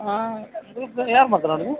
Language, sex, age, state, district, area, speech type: Kannada, male, 45-60, Karnataka, Dakshina Kannada, urban, conversation